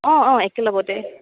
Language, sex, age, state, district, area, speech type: Assamese, female, 18-30, Assam, Sonitpur, rural, conversation